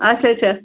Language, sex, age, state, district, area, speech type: Kashmiri, female, 18-30, Jammu and Kashmir, Pulwama, rural, conversation